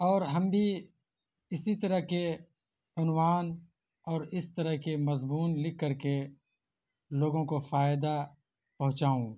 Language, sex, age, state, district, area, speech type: Urdu, male, 18-30, Bihar, Purnia, rural, spontaneous